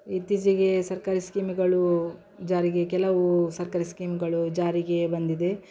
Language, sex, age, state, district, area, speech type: Kannada, female, 60+, Karnataka, Udupi, rural, spontaneous